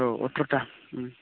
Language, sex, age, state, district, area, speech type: Bodo, male, 30-45, Assam, Baksa, urban, conversation